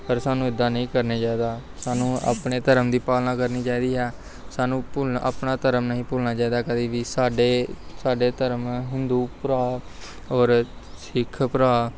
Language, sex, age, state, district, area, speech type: Punjabi, male, 18-30, Punjab, Pathankot, rural, spontaneous